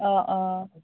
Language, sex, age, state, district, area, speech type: Assamese, female, 30-45, Assam, Nalbari, rural, conversation